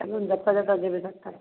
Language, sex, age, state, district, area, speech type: Maithili, female, 30-45, Bihar, Samastipur, rural, conversation